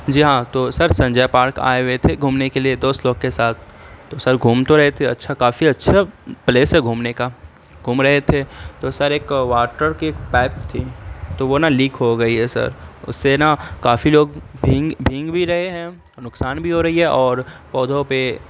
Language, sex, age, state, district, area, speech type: Urdu, male, 18-30, Bihar, Saharsa, rural, spontaneous